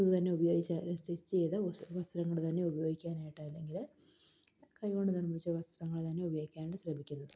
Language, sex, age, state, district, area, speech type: Malayalam, female, 30-45, Kerala, Palakkad, rural, spontaneous